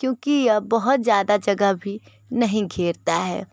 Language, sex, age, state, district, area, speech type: Hindi, female, 30-45, Uttar Pradesh, Sonbhadra, rural, spontaneous